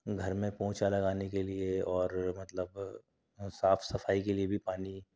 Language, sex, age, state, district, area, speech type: Urdu, male, 30-45, Delhi, South Delhi, urban, spontaneous